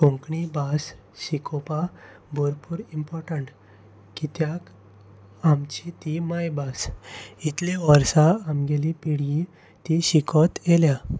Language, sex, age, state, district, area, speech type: Goan Konkani, male, 18-30, Goa, Salcete, rural, spontaneous